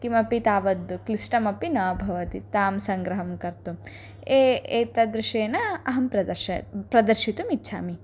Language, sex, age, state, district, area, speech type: Sanskrit, female, 18-30, Karnataka, Dharwad, urban, spontaneous